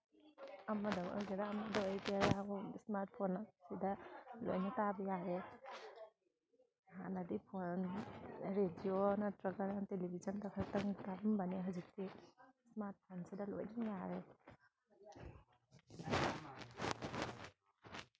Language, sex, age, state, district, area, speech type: Manipuri, female, 30-45, Manipur, Imphal East, rural, spontaneous